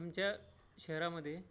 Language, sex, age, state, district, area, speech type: Marathi, male, 30-45, Maharashtra, Akola, urban, spontaneous